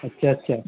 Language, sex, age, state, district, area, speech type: Urdu, male, 18-30, Bihar, Purnia, rural, conversation